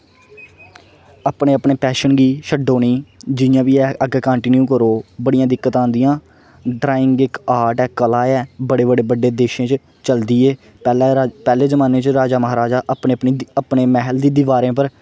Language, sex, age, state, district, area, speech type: Dogri, male, 18-30, Jammu and Kashmir, Kathua, rural, spontaneous